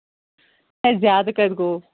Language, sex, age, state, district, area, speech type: Kashmiri, female, 30-45, Jammu and Kashmir, Anantnag, rural, conversation